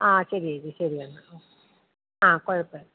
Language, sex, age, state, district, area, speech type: Malayalam, female, 30-45, Kerala, Alappuzha, rural, conversation